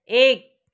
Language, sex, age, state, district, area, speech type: Hindi, female, 60+, Madhya Pradesh, Jabalpur, urban, read